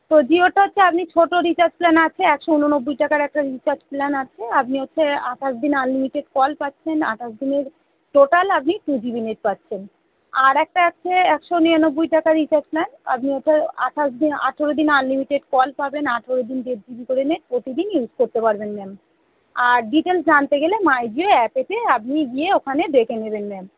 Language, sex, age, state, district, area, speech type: Bengali, female, 30-45, West Bengal, North 24 Parganas, urban, conversation